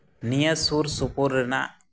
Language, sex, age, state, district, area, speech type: Santali, male, 18-30, Jharkhand, East Singhbhum, rural, spontaneous